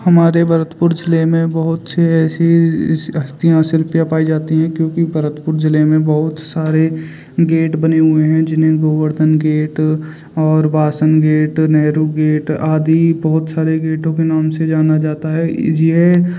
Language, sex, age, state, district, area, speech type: Hindi, male, 18-30, Rajasthan, Bharatpur, rural, spontaneous